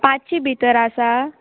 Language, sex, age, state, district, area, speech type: Goan Konkani, female, 18-30, Goa, Murmgao, rural, conversation